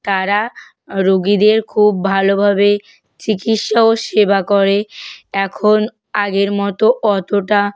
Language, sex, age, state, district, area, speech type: Bengali, female, 18-30, West Bengal, North 24 Parganas, rural, spontaneous